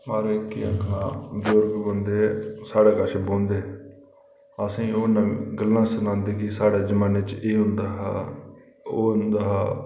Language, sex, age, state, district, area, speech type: Dogri, male, 30-45, Jammu and Kashmir, Reasi, rural, spontaneous